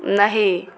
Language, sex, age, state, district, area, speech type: Maithili, female, 18-30, Bihar, Begusarai, rural, read